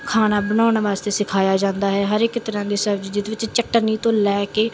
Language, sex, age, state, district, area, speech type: Punjabi, female, 30-45, Punjab, Bathinda, rural, spontaneous